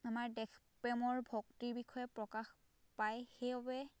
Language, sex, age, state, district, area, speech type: Assamese, female, 18-30, Assam, Dhemaji, rural, spontaneous